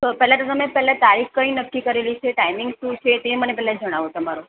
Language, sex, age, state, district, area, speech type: Gujarati, female, 18-30, Gujarat, Surat, urban, conversation